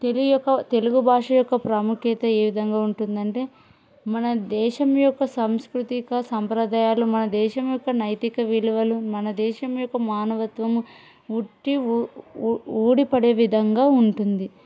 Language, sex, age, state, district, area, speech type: Telugu, female, 30-45, Andhra Pradesh, Kurnool, rural, spontaneous